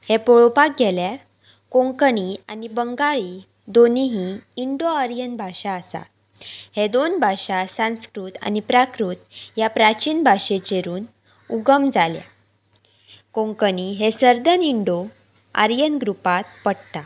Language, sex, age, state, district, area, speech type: Goan Konkani, female, 18-30, Goa, Pernem, rural, spontaneous